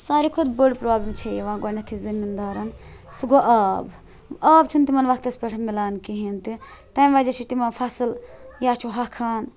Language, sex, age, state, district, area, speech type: Kashmiri, female, 18-30, Jammu and Kashmir, Srinagar, rural, spontaneous